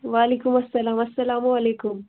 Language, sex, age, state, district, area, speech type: Kashmiri, female, 18-30, Jammu and Kashmir, Pulwama, rural, conversation